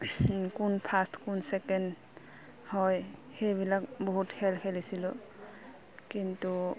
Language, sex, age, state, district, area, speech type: Assamese, female, 30-45, Assam, Udalguri, rural, spontaneous